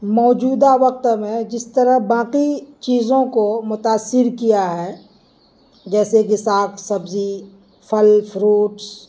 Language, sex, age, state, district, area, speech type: Urdu, male, 18-30, Bihar, Purnia, rural, spontaneous